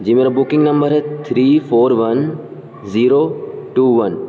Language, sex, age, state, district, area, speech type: Urdu, male, 18-30, Bihar, Gaya, urban, spontaneous